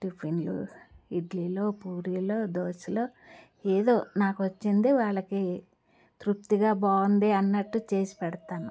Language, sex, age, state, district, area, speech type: Telugu, female, 60+, Andhra Pradesh, Alluri Sitarama Raju, rural, spontaneous